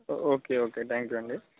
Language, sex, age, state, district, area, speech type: Telugu, male, 18-30, Telangana, Khammam, urban, conversation